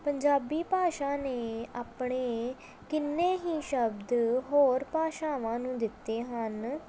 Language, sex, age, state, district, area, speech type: Punjabi, female, 18-30, Punjab, Pathankot, urban, spontaneous